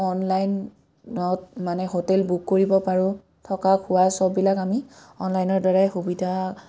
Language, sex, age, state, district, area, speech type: Assamese, female, 30-45, Assam, Kamrup Metropolitan, urban, spontaneous